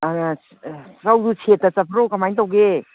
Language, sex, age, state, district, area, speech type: Manipuri, female, 60+, Manipur, Imphal East, rural, conversation